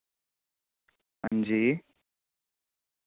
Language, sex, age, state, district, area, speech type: Dogri, male, 18-30, Jammu and Kashmir, Reasi, rural, conversation